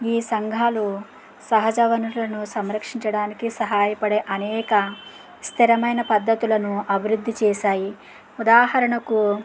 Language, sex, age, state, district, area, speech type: Telugu, male, 45-60, Andhra Pradesh, West Godavari, rural, spontaneous